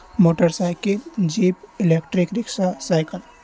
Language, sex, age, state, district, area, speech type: Urdu, male, 18-30, Bihar, Khagaria, rural, spontaneous